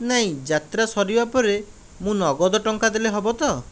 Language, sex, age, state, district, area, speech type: Odia, male, 45-60, Odisha, Khordha, rural, spontaneous